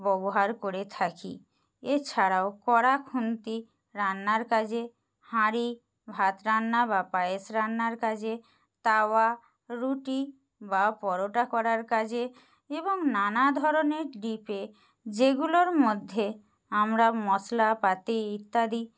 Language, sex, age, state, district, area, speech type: Bengali, female, 45-60, West Bengal, Jhargram, rural, spontaneous